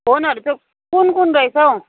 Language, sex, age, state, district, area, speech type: Nepali, female, 30-45, West Bengal, Kalimpong, rural, conversation